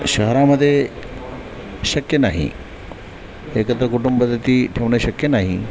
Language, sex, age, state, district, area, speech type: Marathi, male, 45-60, Maharashtra, Sindhudurg, rural, spontaneous